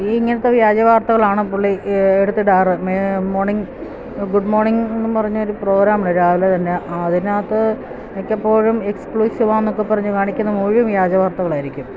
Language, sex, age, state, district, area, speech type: Malayalam, female, 45-60, Kerala, Kottayam, rural, spontaneous